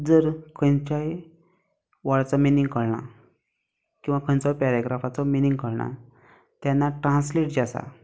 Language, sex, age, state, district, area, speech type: Goan Konkani, male, 30-45, Goa, Canacona, rural, spontaneous